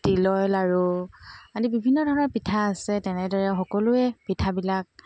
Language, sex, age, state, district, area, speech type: Assamese, female, 30-45, Assam, Tinsukia, urban, spontaneous